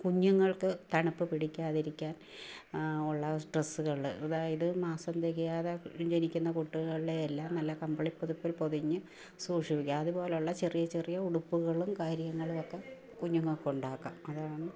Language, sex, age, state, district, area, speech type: Malayalam, female, 45-60, Kerala, Kottayam, rural, spontaneous